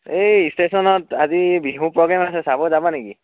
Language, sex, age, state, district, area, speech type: Assamese, male, 18-30, Assam, Dhemaji, urban, conversation